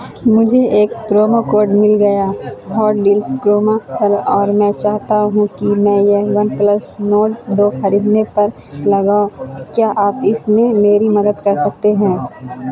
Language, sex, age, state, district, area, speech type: Urdu, female, 18-30, Bihar, Saharsa, rural, read